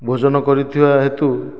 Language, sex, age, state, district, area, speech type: Odia, male, 45-60, Odisha, Nayagarh, rural, spontaneous